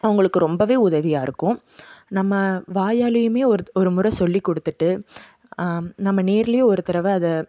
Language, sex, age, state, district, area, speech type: Tamil, female, 18-30, Tamil Nadu, Tiruppur, rural, spontaneous